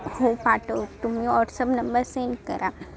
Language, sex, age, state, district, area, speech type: Marathi, female, 18-30, Maharashtra, Sindhudurg, rural, spontaneous